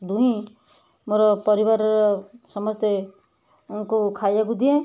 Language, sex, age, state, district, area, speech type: Odia, female, 60+, Odisha, Kendujhar, urban, spontaneous